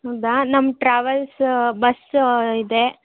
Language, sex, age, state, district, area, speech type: Kannada, female, 18-30, Karnataka, Davanagere, rural, conversation